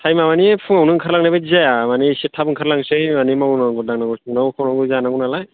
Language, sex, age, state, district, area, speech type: Bodo, male, 18-30, Assam, Chirang, rural, conversation